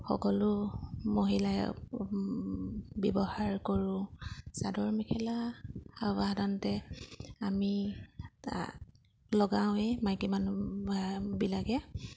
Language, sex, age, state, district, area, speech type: Assamese, female, 30-45, Assam, Sivasagar, urban, spontaneous